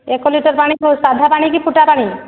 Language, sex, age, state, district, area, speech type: Odia, female, 30-45, Odisha, Boudh, rural, conversation